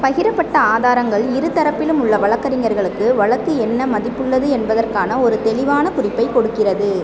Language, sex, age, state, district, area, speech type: Tamil, female, 18-30, Tamil Nadu, Pudukkottai, rural, read